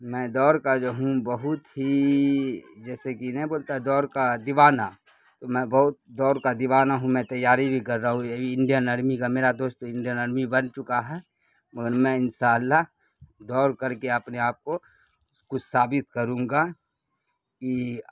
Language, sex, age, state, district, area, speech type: Urdu, male, 30-45, Bihar, Khagaria, urban, spontaneous